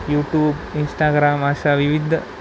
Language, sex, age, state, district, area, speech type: Marathi, male, 18-30, Maharashtra, Nanded, urban, spontaneous